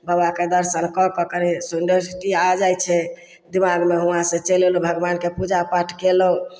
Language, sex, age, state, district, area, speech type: Maithili, female, 60+, Bihar, Samastipur, rural, spontaneous